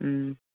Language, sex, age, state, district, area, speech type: Manipuri, female, 60+, Manipur, Imphal East, rural, conversation